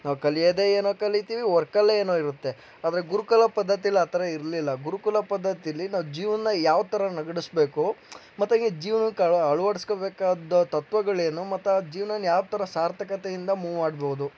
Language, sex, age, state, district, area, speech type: Kannada, male, 60+, Karnataka, Tumkur, rural, spontaneous